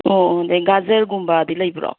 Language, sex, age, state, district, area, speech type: Manipuri, female, 60+, Manipur, Imphal East, urban, conversation